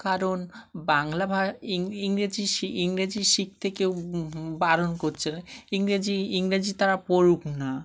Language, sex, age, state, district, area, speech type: Bengali, male, 30-45, West Bengal, Dakshin Dinajpur, urban, spontaneous